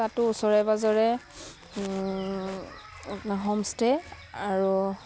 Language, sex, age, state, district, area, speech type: Assamese, female, 30-45, Assam, Udalguri, rural, spontaneous